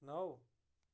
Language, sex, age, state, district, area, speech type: Kashmiri, male, 30-45, Jammu and Kashmir, Shopian, rural, read